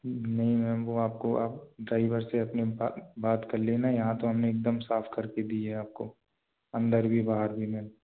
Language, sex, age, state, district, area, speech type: Hindi, male, 18-30, Madhya Pradesh, Gwalior, rural, conversation